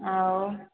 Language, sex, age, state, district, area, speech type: Odia, female, 45-60, Odisha, Sambalpur, rural, conversation